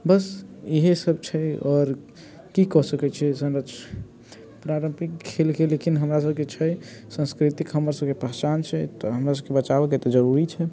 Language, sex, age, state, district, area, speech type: Maithili, male, 18-30, Bihar, Muzaffarpur, rural, spontaneous